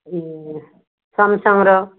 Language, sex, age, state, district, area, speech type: Odia, female, 60+, Odisha, Gajapati, rural, conversation